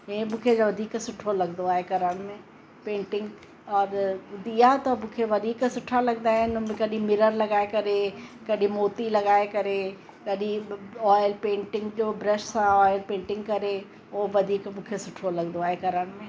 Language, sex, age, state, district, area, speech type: Sindhi, female, 45-60, Uttar Pradesh, Lucknow, urban, spontaneous